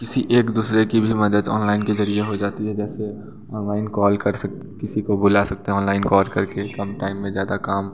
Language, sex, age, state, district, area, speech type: Hindi, male, 18-30, Uttar Pradesh, Bhadohi, urban, spontaneous